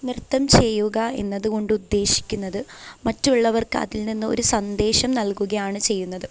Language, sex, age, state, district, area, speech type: Malayalam, female, 18-30, Kerala, Pathanamthitta, urban, spontaneous